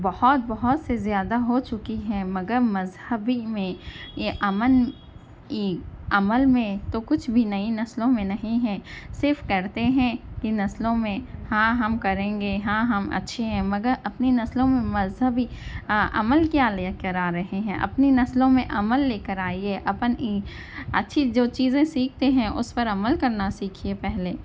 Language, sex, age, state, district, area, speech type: Urdu, female, 30-45, Telangana, Hyderabad, urban, spontaneous